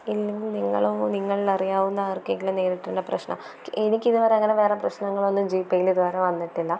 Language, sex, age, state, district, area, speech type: Malayalam, female, 18-30, Kerala, Thiruvananthapuram, rural, spontaneous